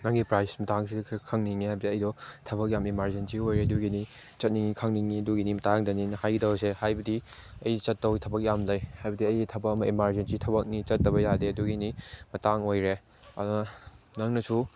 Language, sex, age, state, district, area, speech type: Manipuri, male, 18-30, Manipur, Chandel, rural, spontaneous